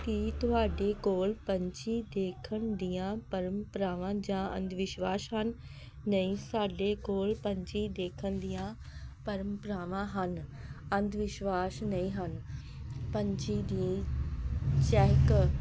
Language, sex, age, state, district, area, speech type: Punjabi, female, 45-60, Punjab, Hoshiarpur, rural, spontaneous